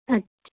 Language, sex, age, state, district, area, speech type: Punjabi, female, 18-30, Punjab, Fazilka, rural, conversation